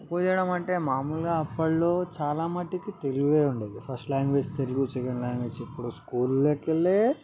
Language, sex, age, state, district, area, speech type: Telugu, male, 18-30, Telangana, Ranga Reddy, urban, spontaneous